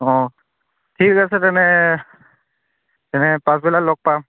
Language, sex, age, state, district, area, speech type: Assamese, male, 30-45, Assam, Charaideo, rural, conversation